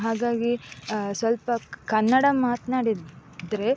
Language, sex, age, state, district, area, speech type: Kannada, female, 18-30, Karnataka, Dakshina Kannada, rural, spontaneous